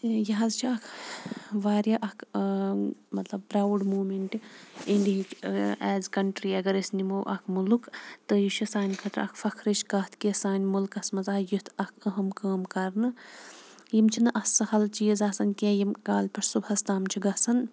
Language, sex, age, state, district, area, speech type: Kashmiri, female, 30-45, Jammu and Kashmir, Kulgam, rural, spontaneous